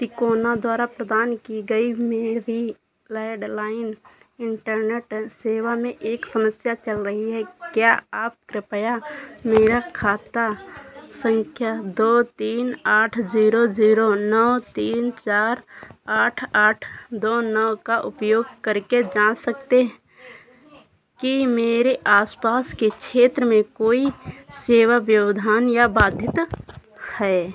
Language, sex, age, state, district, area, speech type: Hindi, female, 30-45, Uttar Pradesh, Sitapur, rural, read